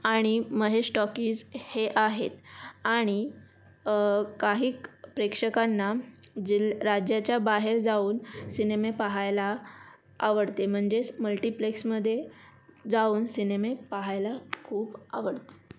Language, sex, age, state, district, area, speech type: Marathi, female, 18-30, Maharashtra, Raigad, rural, spontaneous